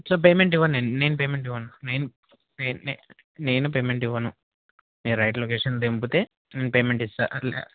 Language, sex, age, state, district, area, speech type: Telugu, male, 18-30, Telangana, Mahbubnagar, rural, conversation